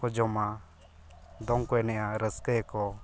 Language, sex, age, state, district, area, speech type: Santali, male, 18-30, West Bengal, Purulia, rural, spontaneous